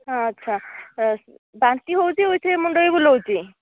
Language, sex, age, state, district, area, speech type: Odia, female, 18-30, Odisha, Nayagarh, rural, conversation